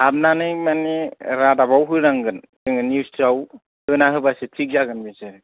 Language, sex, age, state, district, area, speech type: Bodo, male, 30-45, Assam, Kokrajhar, rural, conversation